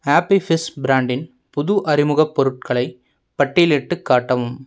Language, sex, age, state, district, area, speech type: Tamil, male, 18-30, Tamil Nadu, Coimbatore, urban, read